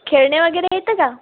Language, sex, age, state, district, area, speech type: Marathi, female, 18-30, Maharashtra, Washim, rural, conversation